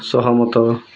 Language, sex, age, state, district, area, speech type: Odia, male, 18-30, Odisha, Bargarh, urban, read